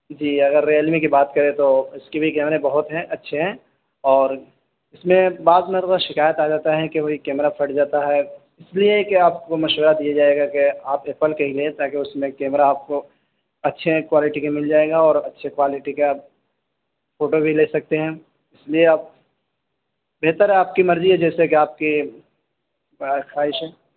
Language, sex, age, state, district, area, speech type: Urdu, male, 18-30, Uttar Pradesh, Saharanpur, urban, conversation